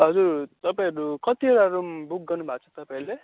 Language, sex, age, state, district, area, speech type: Nepali, male, 18-30, West Bengal, Darjeeling, rural, conversation